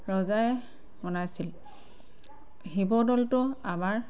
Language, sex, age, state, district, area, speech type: Assamese, female, 30-45, Assam, Sivasagar, rural, spontaneous